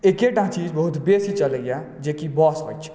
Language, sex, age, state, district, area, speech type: Maithili, male, 30-45, Bihar, Madhubani, urban, spontaneous